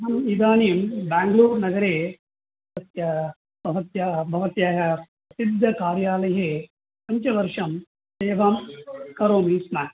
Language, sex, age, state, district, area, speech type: Sanskrit, male, 60+, Tamil Nadu, Coimbatore, urban, conversation